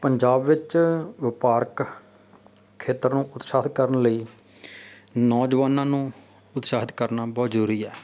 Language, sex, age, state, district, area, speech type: Punjabi, male, 30-45, Punjab, Faridkot, urban, spontaneous